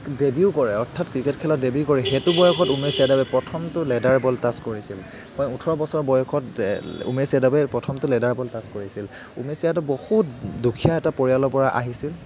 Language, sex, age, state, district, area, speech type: Assamese, male, 18-30, Assam, Kamrup Metropolitan, urban, spontaneous